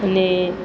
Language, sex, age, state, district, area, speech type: Gujarati, female, 60+, Gujarat, Valsad, urban, spontaneous